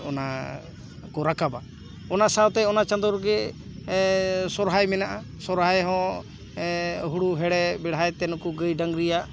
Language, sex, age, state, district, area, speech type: Santali, male, 45-60, West Bengal, Paschim Bardhaman, urban, spontaneous